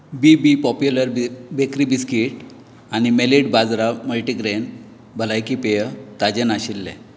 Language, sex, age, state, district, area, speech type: Goan Konkani, male, 60+, Goa, Bardez, rural, read